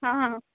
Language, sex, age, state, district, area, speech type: Punjabi, female, 18-30, Punjab, Hoshiarpur, rural, conversation